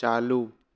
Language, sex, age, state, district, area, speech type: Sindhi, male, 18-30, Gujarat, Surat, urban, read